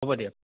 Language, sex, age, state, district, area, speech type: Assamese, male, 45-60, Assam, Biswanath, rural, conversation